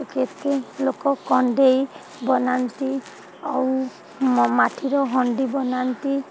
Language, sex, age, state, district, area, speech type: Odia, female, 45-60, Odisha, Sundergarh, rural, spontaneous